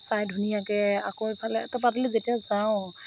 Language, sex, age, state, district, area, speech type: Assamese, female, 30-45, Assam, Morigaon, rural, spontaneous